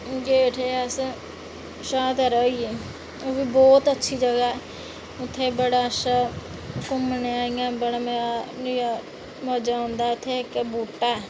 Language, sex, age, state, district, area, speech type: Dogri, female, 30-45, Jammu and Kashmir, Reasi, rural, spontaneous